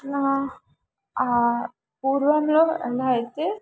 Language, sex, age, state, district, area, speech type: Telugu, female, 18-30, Telangana, Mulugu, urban, spontaneous